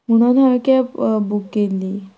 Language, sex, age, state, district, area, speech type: Goan Konkani, female, 45-60, Goa, Quepem, rural, spontaneous